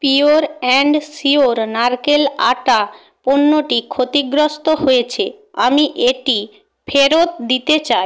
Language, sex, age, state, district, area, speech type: Bengali, female, 45-60, West Bengal, Purba Medinipur, rural, read